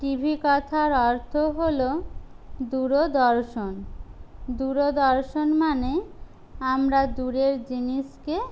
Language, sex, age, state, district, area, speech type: Bengali, other, 45-60, West Bengal, Jhargram, rural, spontaneous